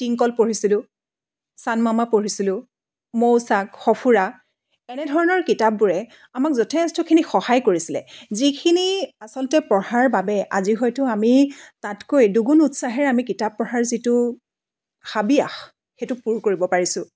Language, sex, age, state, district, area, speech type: Assamese, female, 45-60, Assam, Dibrugarh, rural, spontaneous